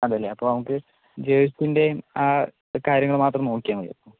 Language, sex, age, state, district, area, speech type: Malayalam, male, 45-60, Kerala, Palakkad, rural, conversation